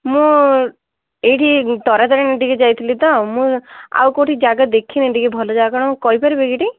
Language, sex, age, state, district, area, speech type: Odia, female, 18-30, Odisha, Ganjam, urban, conversation